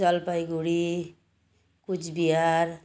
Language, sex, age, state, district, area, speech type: Nepali, female, 60+, West Bengal, Jalpaiguri, rural, spontaneous